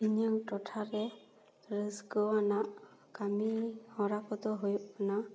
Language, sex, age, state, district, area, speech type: Santali, female, 18-30, West Bengal, Paschim Bardhaman, urban, spontaneous